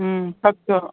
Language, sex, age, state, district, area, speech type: Manipuri, female, 45-60, Manipur, Imphal East, rural, conversation